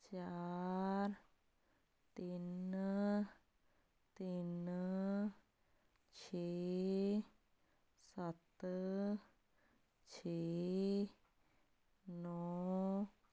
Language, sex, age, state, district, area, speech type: Punjabi, female, 18-30, Punjab, Sangrur, urban, read